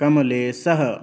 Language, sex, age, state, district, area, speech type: Sanskrit, male, 18-30, Uttar Pradesh, Lucknow, urban, spontaneous